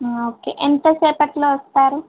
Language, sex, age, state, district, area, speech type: Telugu, female, 18-30, Telangana, Siddipet, urban, conversation